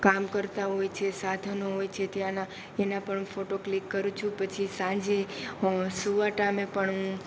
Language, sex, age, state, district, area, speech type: Gujarati, female, 18-30, Gujarat, Rajkot, rural, spontaneous